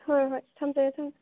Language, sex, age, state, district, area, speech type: Manipuri, female, 30-45, Manipur, Senapati, rural, conversation